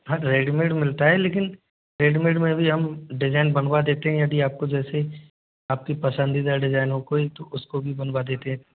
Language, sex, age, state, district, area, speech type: Hindi, male, 45-60, Rajasthan, Jodhpur, urban, conversation